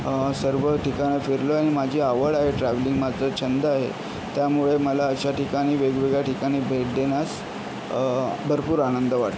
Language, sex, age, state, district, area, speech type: Marathi, male, 18-30, Maharashtra, Yavatmal, rural, spontaneous